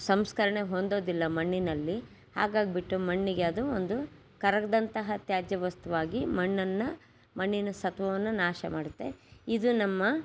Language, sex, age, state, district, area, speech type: Kannada, female, 60+, Karnataka, Chitradurga, rural, spontaneous